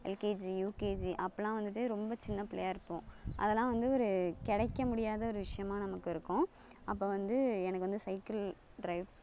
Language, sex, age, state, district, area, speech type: Tamil, female, 30-45, Tamil Nadu, Thanjavur, urban, spontaneous